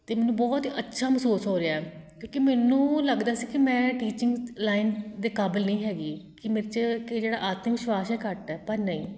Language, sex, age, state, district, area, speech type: Punjabi, female, 30-45, Punjab, Shaheed Bhagat Singh Nagar, urban, spontaneous